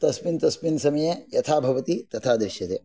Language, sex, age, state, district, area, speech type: Sanskrit, male, 45-60, Karnataka, Shimoga, rural, spontaneous